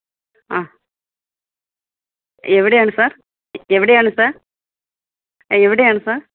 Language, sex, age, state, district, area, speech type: Malayalam, female, 45-60, Kerala, Thiruvananthapuram, rural, conversation